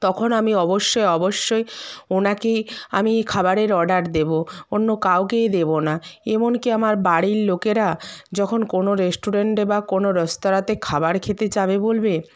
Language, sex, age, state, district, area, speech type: Bengali, female, 30-45, West Bengal, Purba Medinipur, rural, spontaneous